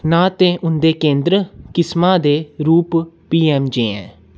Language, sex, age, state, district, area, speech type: Dogri, female, 18-30, Jammu and Kashmir, Jammu, rural, read